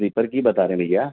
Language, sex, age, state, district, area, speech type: Urdu, male, 18-30, Uttar Pradesh, Azamgarh, rural, conversation